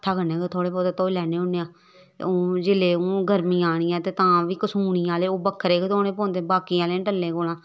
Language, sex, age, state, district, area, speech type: Dogri, female, 30-45, Jammu and Kashmir, Samba, urban, spontaneous